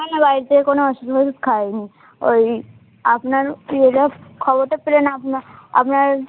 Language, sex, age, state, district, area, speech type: Bengali, female, 18-30, West Bengal, Hooghly, urban, conversation